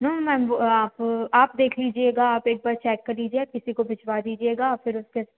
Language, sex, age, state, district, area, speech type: Hindi, female, 18-30, Madhya Pradesh, Betul, rural, conversation